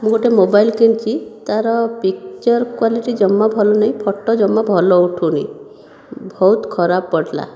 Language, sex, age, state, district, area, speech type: Odia, female, 30-45, Odisha, Khordha, rural, spontaneous